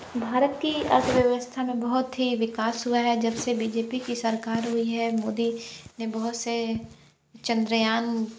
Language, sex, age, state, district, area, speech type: Hindi, female, 30-45, Uttar Pradesh, Sonbhadra, rural, spontaneous